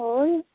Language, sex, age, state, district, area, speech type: Santali, female, 30-45, West Bengal, Bankura, rural, conversation